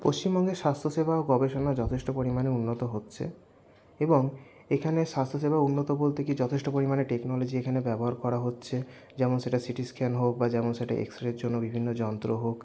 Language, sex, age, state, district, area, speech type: Bengali, male, 60+, West Bengal, Paschim Bardhaman, urban, spontaneous